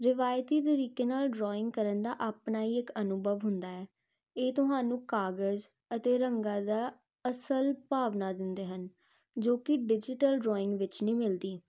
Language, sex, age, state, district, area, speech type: Punjabi, female, 18-30, Punjab, Jalandhar, urban, spontaneous